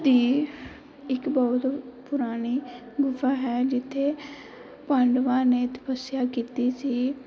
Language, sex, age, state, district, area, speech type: Punjabi, female, 18-30, Punjab, Pathankot, urban, spontaneous